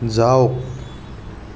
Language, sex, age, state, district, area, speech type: Assamese, male, 60+, Assam, Morigaon, rural, read